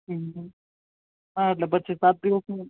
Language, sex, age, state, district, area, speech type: Gujarati, male, 18-30, Gujarat, Ahmedabad, urban, conversation